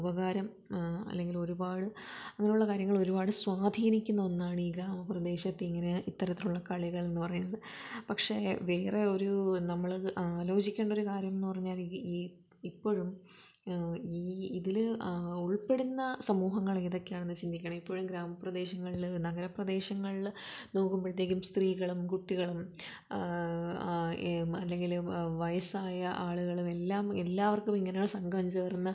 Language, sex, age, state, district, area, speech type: Malayalam, female, 30-45, Kerala, Kollam, rural, spontaneous